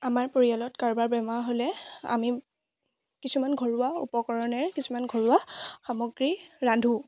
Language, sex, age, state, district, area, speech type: Assamese, female, 18-30, Assam, Biswanath, rural, spontaneous